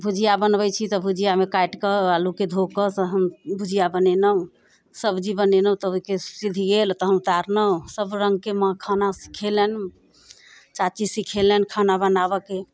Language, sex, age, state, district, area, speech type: Maithili, female, 45-60, Bihar, Muzaffarpur, urban, spontaneous